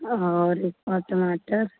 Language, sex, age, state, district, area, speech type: Hindi, female, 18-30, Uttar Pradesh, Mirzapur, rural, conversation